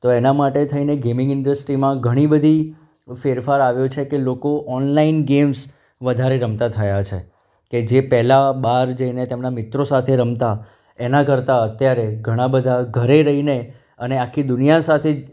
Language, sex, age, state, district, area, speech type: Gujarati, male, 30-45, Gujarat, Anand, urban, spontaneous